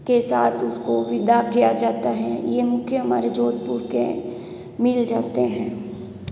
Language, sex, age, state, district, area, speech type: Hindi, female, 30-45, Rajasthan, Jodhpur, urban, spontaneous